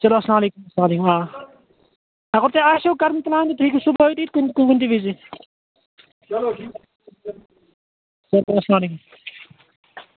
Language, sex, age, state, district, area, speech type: Kashmiri, male, 18-30, Jammu and Kashmir, Kupwara, rural, conversation